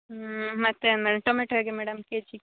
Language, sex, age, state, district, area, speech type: Kannada, female, 30-45, Karnataka, Uttara Kannada, rural, conversation